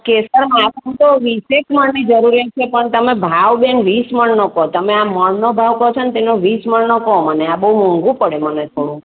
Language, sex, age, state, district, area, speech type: Gujarati, female, 45-60, Gujarat, Surat, urban, conversation